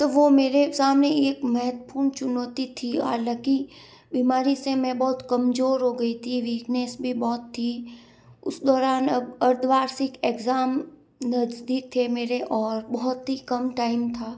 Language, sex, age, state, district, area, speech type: Hindi, female, 18-30, Rajasthan, Jodhpur, urban, spontaneous